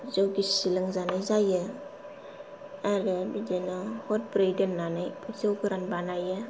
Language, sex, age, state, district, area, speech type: Bodo, female, 18-30, Assam, Kokrajhar, rural, spontaneous